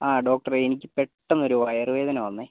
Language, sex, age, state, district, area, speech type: Malayalam, female, 45-60, Kerala, Kozhikode, urban, conversation